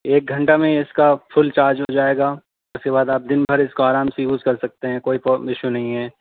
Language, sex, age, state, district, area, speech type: Urdu, male, 18-30, Delhi, South Delhi, urban, conversation